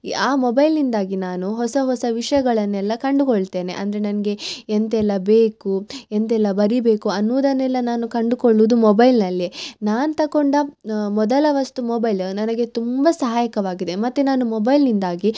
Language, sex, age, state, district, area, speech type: Kannada, female, 18-30, Karnataka, Udupi, rural, spontaneous